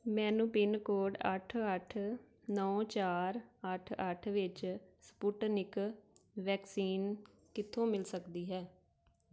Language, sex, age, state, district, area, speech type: Punjabi, female, 30-45, Punjab, Tarn Taran, rural, read